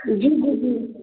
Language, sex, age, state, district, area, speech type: Hindi, female, 30-45, Bihar, Samastipur, rural, conversation